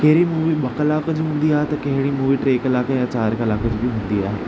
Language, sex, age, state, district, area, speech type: Sindhi, male, 18-30, Maharashtra, Thane, urban, spontaneous